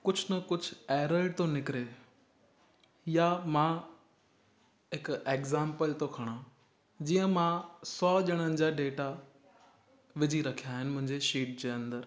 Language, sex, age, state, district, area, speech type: Sindhi, male, 18-30, Gujarat, Kutch, urban, spontaneous